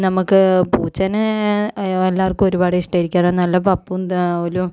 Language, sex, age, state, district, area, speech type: Malayalam, female, 45-60, Kerala, Kozhikode, urban, spontaneous